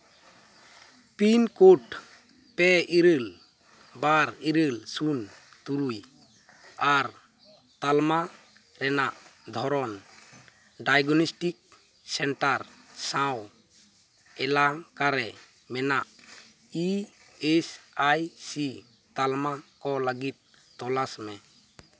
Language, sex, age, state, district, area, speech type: Santali, male, 30-45, West Bengal, Jhargram, rural, read